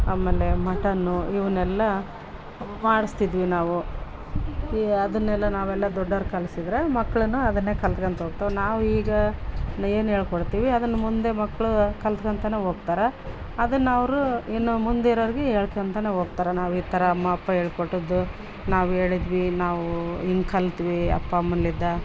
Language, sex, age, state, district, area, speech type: Kannada, female, 45-60, Karnataka, Vijayanagara, rural, spontaneous